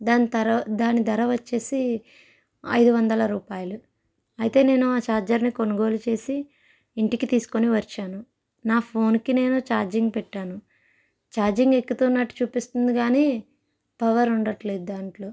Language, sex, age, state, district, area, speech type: Telugu, female, 18-30, Andhra Pradesh, East Godavari, rural, spontaneous